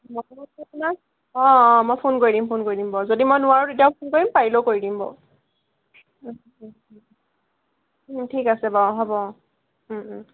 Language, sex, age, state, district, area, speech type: Assamese, female, 18-30, Assam, Golaghat, urban, conversation